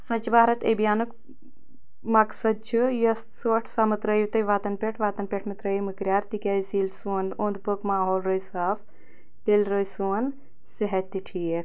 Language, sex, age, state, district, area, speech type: Kashmiri, female, 30-45, Jammu and Kashmir, Anantnag, rural, spontaneous